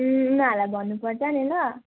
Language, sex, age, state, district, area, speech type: Nepali, female, 18-30, West Bengal, Jalpaiguri, rural, conversation